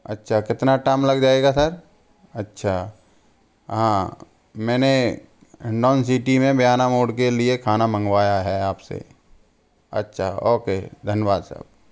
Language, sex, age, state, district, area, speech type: Hindi, male, 18-30, Rajasthan, Karauli, rural, spontaneous